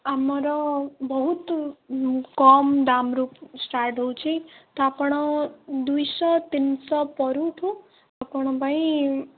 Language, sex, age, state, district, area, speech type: Odia, female, 18-30, Odisha, Ganjam, urban, conversation